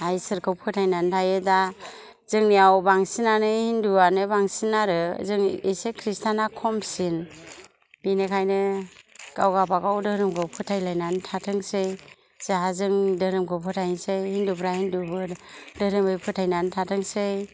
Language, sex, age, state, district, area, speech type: Bodo, female, 60+, Assam, Kokrajhar, rural, spontaneous